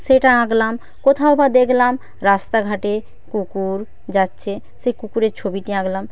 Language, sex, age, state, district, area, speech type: Bengali, female, 45-60, West Bengal, Paschim Medinipur, rural, spontaneous